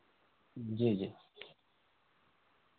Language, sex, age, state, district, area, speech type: Urdu, male, 30-45, Bihar, Araria, rural, conversation